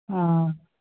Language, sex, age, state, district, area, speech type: Manipuri, female, 60+, Manipur, Churachandpur, urban, conversation